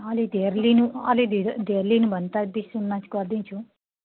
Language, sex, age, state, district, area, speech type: Nepali, female, 45-60, West Bengal, Jalpaiguri, rural, conversation